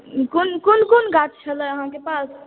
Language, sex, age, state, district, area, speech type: Maithili, male, 30-45, Bihar, Supaul, rural, conversation